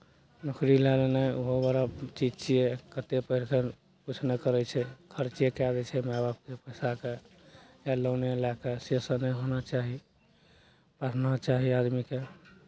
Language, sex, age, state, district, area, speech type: Maithili, male, 45-60, Bihar, Madhepura, rural, spontaneous